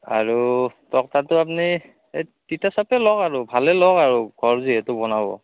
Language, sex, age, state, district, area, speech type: Assamese, male, 30-45, Assam, Udalguri, rural, conversation